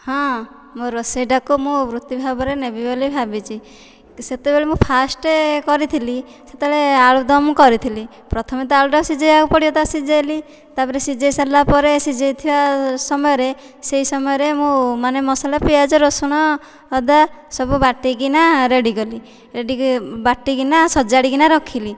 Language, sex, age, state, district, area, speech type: Odia, female, 18-30, Odisha, Dhenkanal, rural, spontaneous